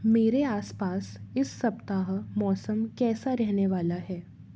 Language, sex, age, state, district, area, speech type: Hindi, female, 30-45, Madhya Pradesh, Jabalpur, urban, read